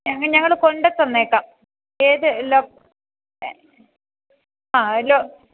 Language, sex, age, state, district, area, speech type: Malayalam, female, 30-45, Kerala, Idukki, rural, conversation